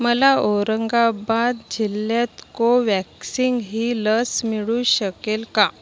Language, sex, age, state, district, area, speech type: Marathi, female, 30-45, Maharashtra, Nagpur, urban, read